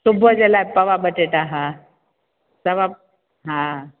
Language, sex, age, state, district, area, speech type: Sindhi, female, 60+, Gujarat, Junagadh, rural, conversation